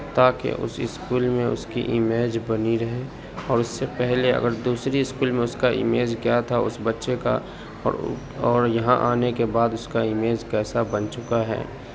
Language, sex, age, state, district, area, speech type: Urdu, male, 30-45, Uttar Pradesh, Gautam Buddha Nagar, urban, spontaneous